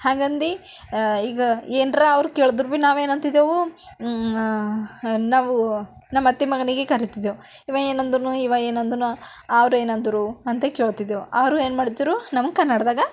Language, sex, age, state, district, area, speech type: Kannada, female, 18-30, Karnataka, Bidar, urban, spontaneous